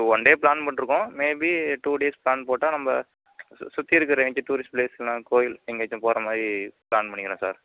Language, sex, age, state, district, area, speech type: Tamil, male, 45-60, Tamil Nadu, Mayiladuthurai, rural, conversation